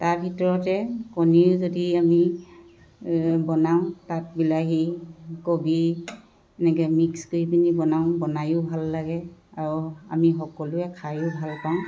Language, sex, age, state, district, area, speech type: Assamese, female, 60+, Assam, Dibrugarh, urban, spontaneous